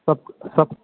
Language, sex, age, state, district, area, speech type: Hindi, male, 30-45, Uttar Pradesh, Mau, urban, conversation